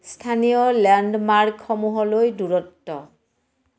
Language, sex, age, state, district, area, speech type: Assamese, female, 45-60, Assam, Barpeta, rural, read